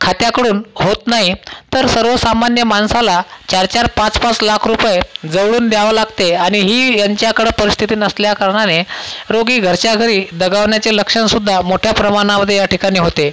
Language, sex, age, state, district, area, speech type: Marathi, male, 30-45, Maharashtra, Washim, rural, spontaneous